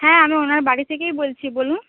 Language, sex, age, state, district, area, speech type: Bengali, female, 30-45, West Bengal, Purba Medinipur, rural, conversation